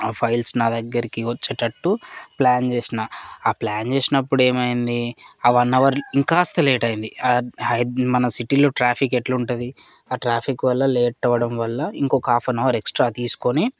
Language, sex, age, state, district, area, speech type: Telugu, male, 18-30, Telangana, Mancherial, rural, spontaneous